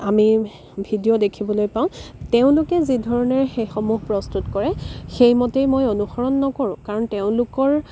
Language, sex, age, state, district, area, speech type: Assamese, female, 30-45, Assam, Dibrugarh, rural, spontaneous